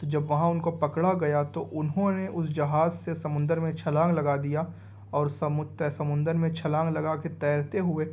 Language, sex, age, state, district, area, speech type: Urdu, male, 18-30, Delhi, East Delhi, urban, spontaneous